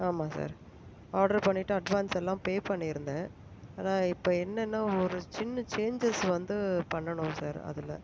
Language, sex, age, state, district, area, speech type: Tamil, female, 18-30, Tamil Nadu, Pudukkottai, rural, spontaneous